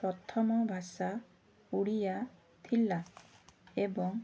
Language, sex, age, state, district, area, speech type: Odia, female, 30-45, Odisha, Puri, urban, spontaneous